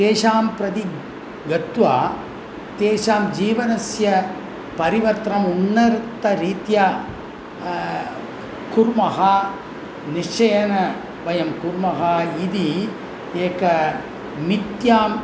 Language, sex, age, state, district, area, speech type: Sanskrit, male, 60+, Tamil Nadu, Coimbatore, urban, spontaneous